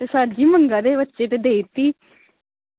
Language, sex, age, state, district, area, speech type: Dogri, female, 18-30, Jammu and Kashmir, Samba, rural, conversation